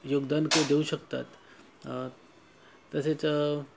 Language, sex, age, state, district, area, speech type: Marathi, male, 30-45, Maharashtra, Nagpur, urban, spontaneous